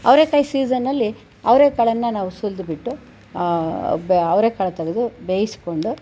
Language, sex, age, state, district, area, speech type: Kannada, female, 60+, Karnataka, Chitradurga, rural, spontaneous